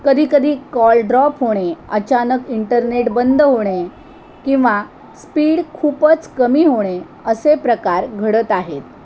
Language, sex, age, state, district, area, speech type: Marathi, female, 45-60, Maharashtra, Thane, rural, spontaneous